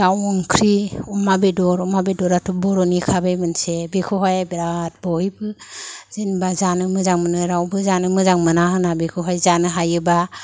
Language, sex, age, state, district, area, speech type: Bodo, female, 45-60, Assam, Kokrajhar, rural, spontaneous